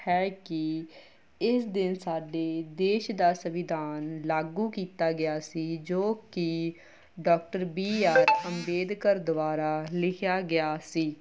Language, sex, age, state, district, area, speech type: Punjabi, female, 30-45, Punjab, Mansa, urban, spontaneous